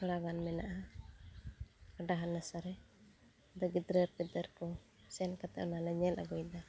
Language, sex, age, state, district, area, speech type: Santali, female, 45-60, West Bengal, Uttar Dinajpur, rural, spontaneous